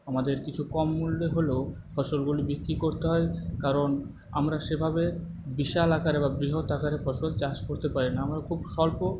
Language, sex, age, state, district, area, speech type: Bengali, male, 45-60, West Bengal, Paschim Medinipur, rural, spontaneous